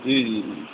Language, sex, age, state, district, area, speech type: Urdu, male, 18-30, Uttar Pradesh, Rampur, urban, conversation